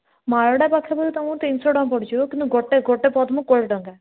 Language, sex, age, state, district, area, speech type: Odia, female, 30-45, Odisha, Kalahandi, rural, conversation